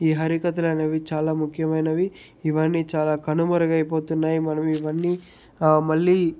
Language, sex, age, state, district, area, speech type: Telugu, male, 45-60, Andhra Pradesh, Sri Balaji, rural, spontaneous